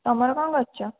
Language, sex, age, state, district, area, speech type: Odia, female, 18-30, Odisha, Jajpur, rural, conversation